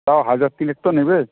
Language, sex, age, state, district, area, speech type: Bengali, male, 18-30, West Bengal, Paschim Medinipur, rural, conversation